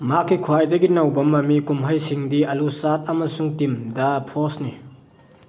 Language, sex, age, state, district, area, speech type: Manipuri, male, 30-45, Manipur, Thoubal, rural, read